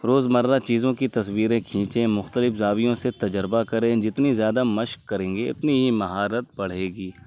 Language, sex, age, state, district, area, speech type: Urdu, male, 18-30, Uttar Pradesh, Azamgarh, rural, spontaneous